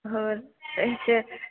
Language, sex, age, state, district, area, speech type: Punjabi, female, 18-30, Punjab, Faridkot, rural, conversation